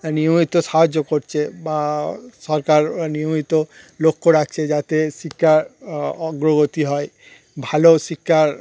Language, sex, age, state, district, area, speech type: Bengali, male, 30-45, West Bengal, Darjeeling, urban, spontaneous